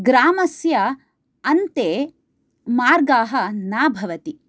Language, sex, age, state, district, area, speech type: Sanskrit, female, 30-45, Karnataka, Chikkamagaluru, rural, spontaneous